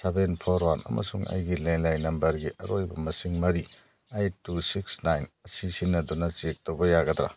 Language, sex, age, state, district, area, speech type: Manipuri, male, 60+, Manipur, Churachandpur, urban, read